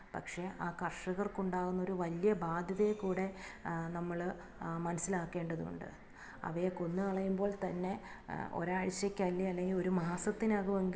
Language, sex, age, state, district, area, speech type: Malayalam, female, 30-45, Kerala, Alappuzha, rural, spontaneous